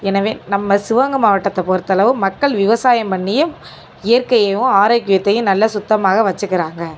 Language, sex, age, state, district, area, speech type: Tamil, female, 18-30, Tamil Nadu, Sivaganga, rural, spontaneous